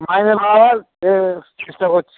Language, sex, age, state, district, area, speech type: Bengali, male, 45-60, West Bengal, Dakshin Dinajpur, rural, conversation